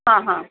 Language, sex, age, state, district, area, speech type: Gujarati, female, 18-30, Gujarat, Surat, urban, conversation